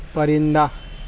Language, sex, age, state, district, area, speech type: Urdu, male, 18-30, Maharashtra, Nashik, rural, read